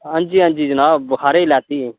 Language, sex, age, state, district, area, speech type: Dogri, male, 30-45, Jammu and Kashmir, Udhampur, rural, conversation